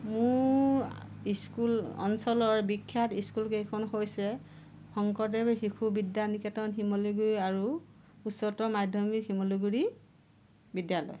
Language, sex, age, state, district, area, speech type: Assamese, female, 45-60, Assam, Lakhimpur, rural, spontaneous